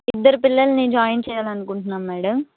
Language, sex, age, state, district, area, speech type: Telugu, female, 18-30, Andhra Pradesh, Nellore, rural, conversation